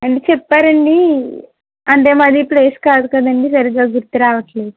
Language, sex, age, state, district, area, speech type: Telugu, female, 30-45, Andhra Pradesh, Konaseema, rural, conversation